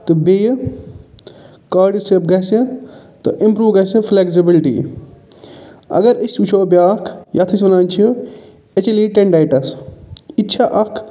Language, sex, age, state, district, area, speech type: Kashmiri, male, 45-60, Jammu and Kashmir, Budgam, urban, spontaneous